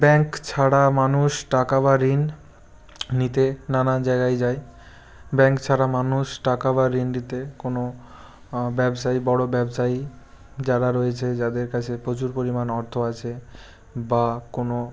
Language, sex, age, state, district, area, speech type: Bengali, male, 18-30, West Bengal, Bankura, urban, spontaneous